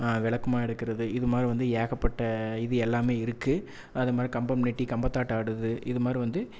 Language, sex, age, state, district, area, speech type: Tamil, male, 18-30, Tamil Nadu, Erode, rural, spontaneous